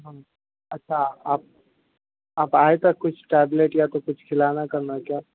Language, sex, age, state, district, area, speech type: Urdu, male, 18-30, Telangana, Hyderabad, urban, conversation